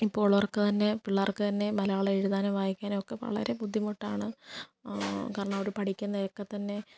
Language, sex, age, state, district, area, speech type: Malayalam, female, 18-30, Kerala, Kottayam, rural, spontaneous